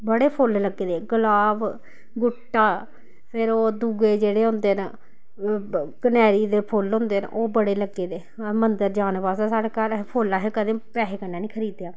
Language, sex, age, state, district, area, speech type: Dogri, female, 30-45, Jammu and Kashmir, Samba, rural, spontaneous